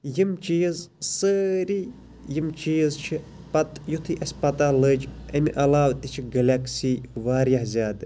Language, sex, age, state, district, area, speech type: Kashmiri, male, 30-45, Jammu and Kashmir, Shopian, urban, spontaneous